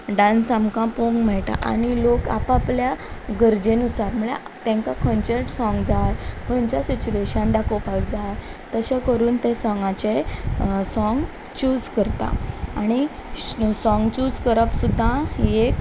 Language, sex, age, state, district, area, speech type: Goan Konkani, female, 18-30, Goa, Quepem, rural, spontaneous